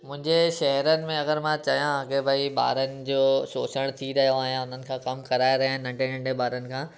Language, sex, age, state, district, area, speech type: Sindhi, male, 18-30, Gujarat, Surat, urban, spontaneous